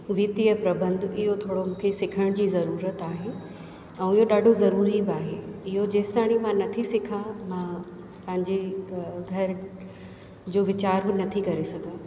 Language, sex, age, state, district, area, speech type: Sindhi, female, 45-60, Rajasthan, Ajmer, urban, spontaneous